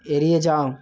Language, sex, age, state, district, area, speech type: Bengali, male, 18-30, West Bengal, Paschim Bardhaman, rural, read